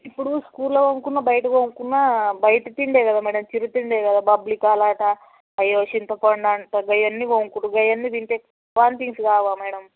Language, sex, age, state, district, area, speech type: Telugu, female, 45-60, Telangana, Yadadri Bhuvanagiri, rural, conversation